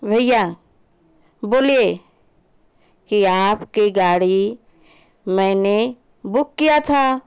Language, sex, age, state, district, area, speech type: Hindi, female, 45-60, Uttar Pradesh, Chandauli, rural, spontaneous